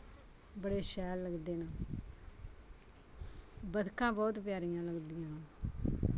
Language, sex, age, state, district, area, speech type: Dogri, female, 45-60, Jammu and Kashmir, Kathua, rural, spontaneous